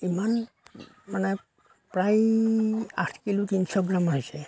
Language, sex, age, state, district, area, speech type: Assamese, male, 45-60, Assam, Darrang, rural, spontaneous